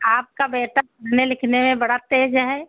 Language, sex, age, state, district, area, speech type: Hindi, female, 60+, Uttar Pradesh, Sitapur, rural, conversation